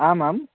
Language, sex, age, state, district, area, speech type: Sanskrit, male, 18-30, Odisha, Puri, urban, conversation